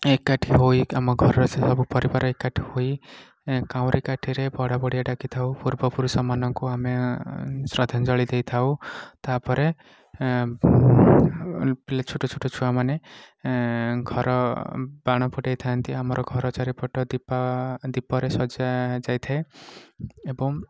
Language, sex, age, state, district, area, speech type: Odia, male, 18-30, Odisha, Nayagarh, rural, spontaneous